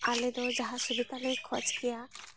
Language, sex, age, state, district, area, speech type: Santali, female, 18-30, West Bengal, Malda, rural, spontaneous